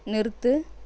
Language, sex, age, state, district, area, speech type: Tamil, female, 45-60, Tamil Nadu, Erode, rural, read